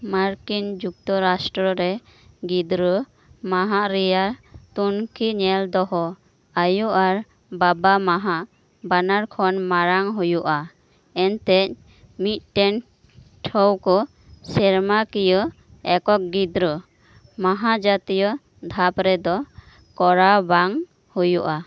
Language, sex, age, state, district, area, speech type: Santali, female, 18-30, West Bengal, Birbhum, rural, read